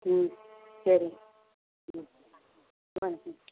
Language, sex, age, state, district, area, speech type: Tamil, female, 60+, Tamil Nadu, Coimbatore, rural, conversation